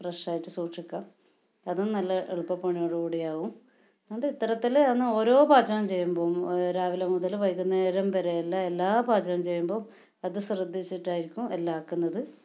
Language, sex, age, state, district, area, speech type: Malayalam, female, 45-60, Kerala, Kasaragod, rural, spontaneous